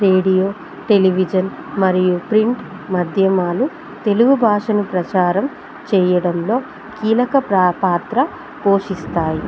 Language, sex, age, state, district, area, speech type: Telugu, female, 30-45, Telangana, Hanamkonda, urban, spontaneous